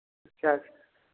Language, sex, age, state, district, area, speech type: Hindi, male, 60+, Uttar Pradesh, Lucknow, rural, conversation